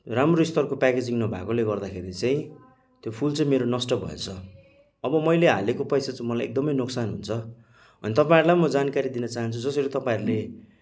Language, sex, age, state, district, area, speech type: Nepali, male, 30-45, West Bengal, Kalimpong, rural, spontaneous